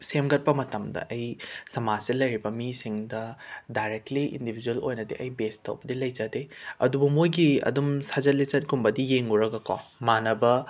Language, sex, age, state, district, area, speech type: Manipuri, male, 18-30, Manipur, Imphal West, rural, spontaneous